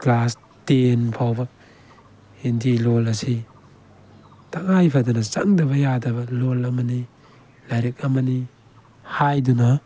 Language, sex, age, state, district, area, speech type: Manipuri, male, 18-30, Manipur, Tengnoupal, rural, spontaneous